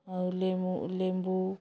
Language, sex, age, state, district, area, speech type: Odia, female, 30-45, Odisha, Malkangiri, urban, spontaneous